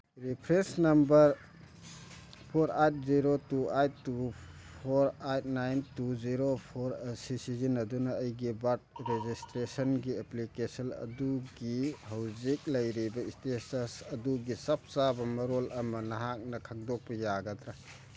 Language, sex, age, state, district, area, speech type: Manipuri, male, 45-60, Manipur, Churachandpur, rural, read